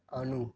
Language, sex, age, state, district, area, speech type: Tamil, male, 30-45, Tamil Nadu, Tiruvarur, urban, spontaneous